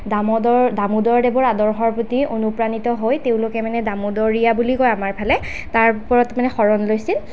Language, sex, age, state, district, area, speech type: Assamese, female, 18-30, Assam, Nalbari, rural, spontaneous